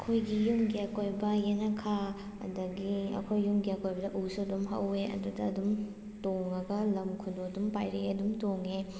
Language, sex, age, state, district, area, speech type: Manipuri, female, 18-30, Manipur, Kakching, rural, spontaneous